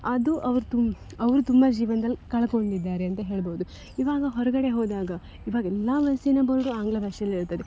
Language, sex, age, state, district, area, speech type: Kannada, female, 18-30, Karnataka, Dakshina Kannada, rural, spontaneous